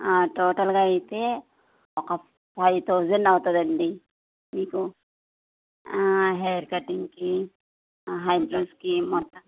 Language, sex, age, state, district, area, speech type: Telugu, female, 30-45, Andhra Pradesh, Kadapa, rural, conversation